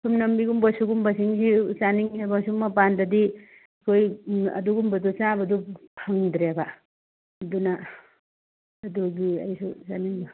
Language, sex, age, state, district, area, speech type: Manipuri, female, 45-60, Manipur, Churachandpur, rural, conversation